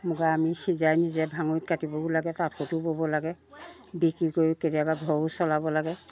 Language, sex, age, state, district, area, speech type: Assamese, female, 60+, Assam, Lakhimpur, rural, spontaneous